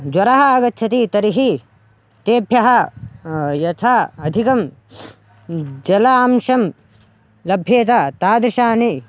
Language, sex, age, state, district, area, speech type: Sanskrit, male, 18-30, Karnataka, Raichur, urban, spontaneous